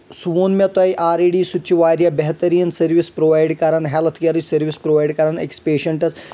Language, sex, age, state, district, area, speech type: Kashmiri, male, 18-30, Jammu and Kashmir, Shopian, rural, spontaneous